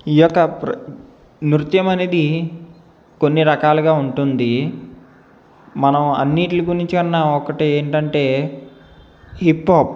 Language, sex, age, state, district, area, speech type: Telugu, male, 18-30, Andhra Pradesh, Eluru, urban, spontaneous